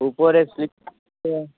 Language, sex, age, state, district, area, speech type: Bengali, male, 18-30, West Bengal, Uttar Dinajpur, rural, conversation